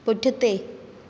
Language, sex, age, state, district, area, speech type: Sindhi, female, 30-45, Maharashtra, Thane, urban, read